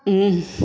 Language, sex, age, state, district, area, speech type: Hindi, female, 45-60, Uttar Pradesh, Varanasi, urban, spontaneous